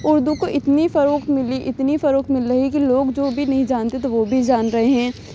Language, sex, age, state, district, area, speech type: Urdu, female, 18-30, Uttar Pradesh, Aligarh, urban, spontaneous